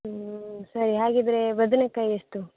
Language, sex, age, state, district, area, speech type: Kannada, female, 18-30, Karnataka, Dakshina Kannada, rural, conversation